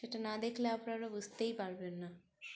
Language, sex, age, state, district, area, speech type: Bengali, female, 18-30, West Bengal, Uttar Dinajpur, urban, spontaneous